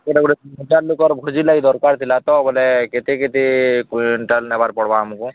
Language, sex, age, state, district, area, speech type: Odia, male, 18-30, Odisha, Balangir, urban, conversation